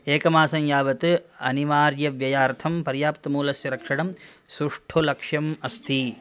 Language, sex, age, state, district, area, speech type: Sanskrit, male, 30-45, Karnataka, Dakshina Kannada, rural, read